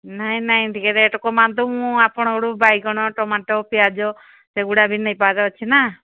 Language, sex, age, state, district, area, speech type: Odia, female, 45-60, Odisha, Angul, rural, conversation